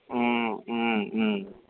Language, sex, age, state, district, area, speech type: Tamil, male, 45-60, Tamil Nadu, Dharmapuri, rural, conversation